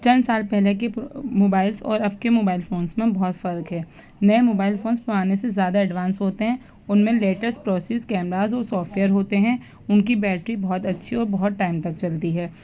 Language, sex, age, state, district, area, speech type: Urdu, female, 18-30, Delhi, East Delhi, urban, spontaneous